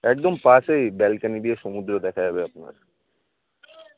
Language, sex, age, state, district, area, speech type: Bengali, male, 30-45, West Bengal, Kolkata, urban, conversation